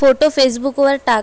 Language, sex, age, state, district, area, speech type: Marathi, female, 18-30, Maharashtra, Amravati, urban, read